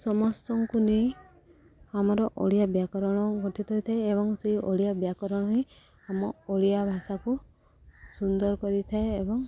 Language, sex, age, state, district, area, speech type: Odia, female, 30-45, Odisha, Subarnapur, urban, spontaneous